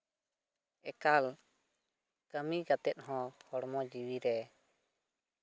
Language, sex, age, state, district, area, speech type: Santali, male, 18-30, West Bengal, Purulia, rural, spontaneous